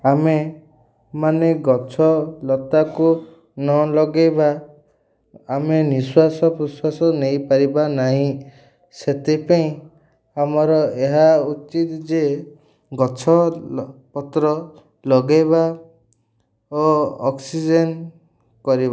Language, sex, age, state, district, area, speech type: Odia, male, 30-45, Odisha, Ganjam, urban, spontaneous